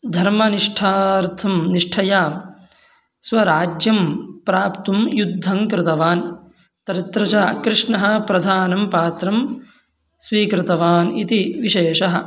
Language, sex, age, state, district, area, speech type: Sanskrit, male, 18-30, Karnataka, Mandya, rural, spontaneous